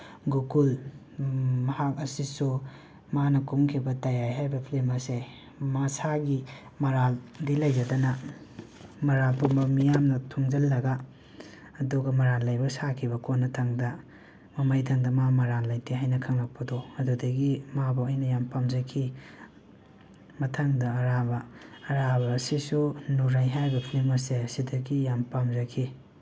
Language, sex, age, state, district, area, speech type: Manipuri, male, 18-30, Manipur, Imphal West, rural, spontaneous